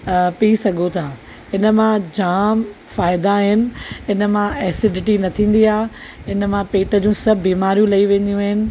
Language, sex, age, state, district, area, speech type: Sindhi, female, 45-60, Maharashtra, Thane, urban, spontaneous